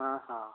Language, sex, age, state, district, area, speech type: Odia, male, 60+, Odisha, Angul, rural, conversation